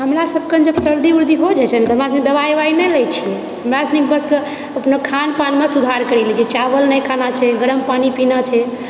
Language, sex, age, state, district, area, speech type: Maithili, female, 18-30, Bihar, Purnia, rural, spontaneous